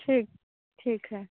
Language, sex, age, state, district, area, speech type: Hindi, female, 45-60, Uttar Pradesh, Bhadohi, urban, conversation